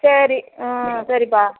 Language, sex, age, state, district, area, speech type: Tamil, female, 45-60, Tamil Nadu, Nagapattinam, rural, conversation